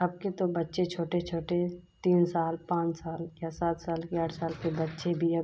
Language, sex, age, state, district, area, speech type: Hindi, female, 30-45, Uttar Pradesh, Ghazipur, rural, spontaneous